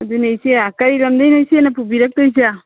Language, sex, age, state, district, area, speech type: Manipuri, female, 45-60, Manipur, Kangpokpi, urban, conversation